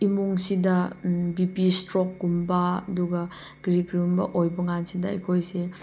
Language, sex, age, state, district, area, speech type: Manipuri, female, 30-45, Manipur, Chandel, rural, spontaneous